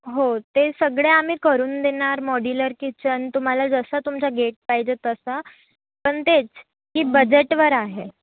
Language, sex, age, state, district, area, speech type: Marathi, female, 30-45, Maharashtra, Nagpur, urban, conversation